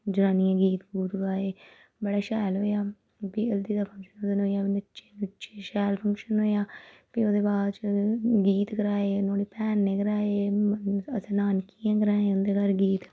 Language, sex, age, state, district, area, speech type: Dogri, female, 30-45, Jammu and Kashmir, Reasi, rural, spontaneous